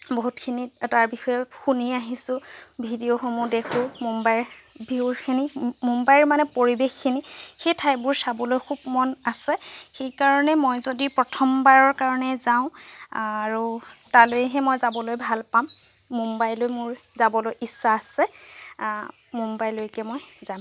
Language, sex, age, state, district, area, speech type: Assamese, female, 18-30, Assam, Golaghat, rural, spontaneous